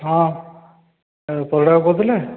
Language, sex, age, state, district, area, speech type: Odia, male, 45-60, Odisha, Dhenkanal, rural, conversation